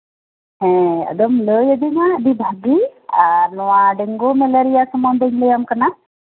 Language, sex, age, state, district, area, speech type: Santali, female, 45-60, West Bengal, Birbhum, rural, conversation